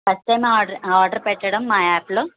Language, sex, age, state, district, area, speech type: Telugu, female, 45-60, Andhra Pradesh, N T Rama Rao, rural, conversation